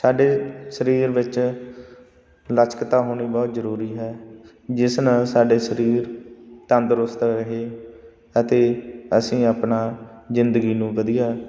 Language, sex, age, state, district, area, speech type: Punjabi, male, 45-60, Punjab, Barnala, rural, spontaneous